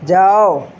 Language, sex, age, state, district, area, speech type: Urdu, male, 30-45, Uttar Pradesh, Gautam Buddha Nagar, rural, read